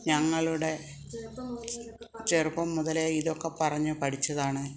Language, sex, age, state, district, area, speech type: Malayalam, female, 60+, Kerala, Kottayam, rural, spontaneous